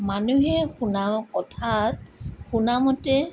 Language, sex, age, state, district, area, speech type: Assamese, female, 45-60, Assam, Sonitpur, urban, spontaneous